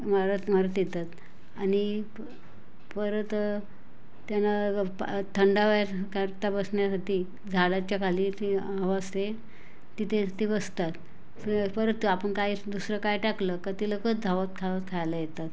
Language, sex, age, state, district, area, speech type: Marathi, female, 45-60, Maharashtra, Raigad, rural, spontaneous